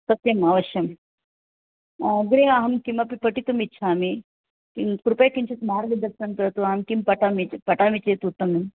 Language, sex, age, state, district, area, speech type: Sanskrit, female, 60+, Karnataka, Bangalore Urban, urban, conversation